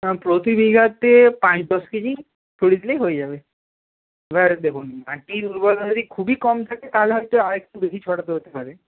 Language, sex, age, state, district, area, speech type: Bengali, male, 18-30, West Bengal, Purba Medinipur, rural, conversation